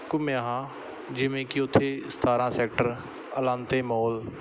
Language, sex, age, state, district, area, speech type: Punjabi, male, 30-45, Punjab, Bathinda, urban, spontaneous